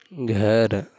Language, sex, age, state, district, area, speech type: Urdu, male, 30-45, Uttar Pradesh, Lucknow, rural, read